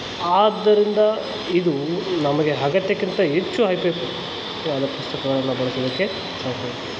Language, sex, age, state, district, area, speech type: Kannada, male, 30-45, Karnataka, Kolar, rural, spontaneous